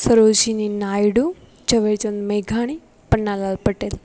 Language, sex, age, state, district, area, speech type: Gujarati, female, 18-30, Gujarat, Rajkot, rural, spontaneous